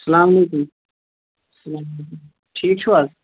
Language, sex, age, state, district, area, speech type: Kashmiri, female, 18-30, Jammu and Kashmir, Shopian, urban, conversation